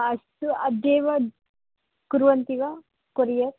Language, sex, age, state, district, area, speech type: Sanskrit, female, 18-30, Karnataka, Bangalore Rural, rural, conversation